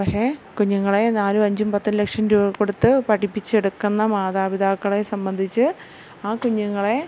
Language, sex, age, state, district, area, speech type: Malayalam, female, 30-45, Kerala, Kottayam, urban, spontaneous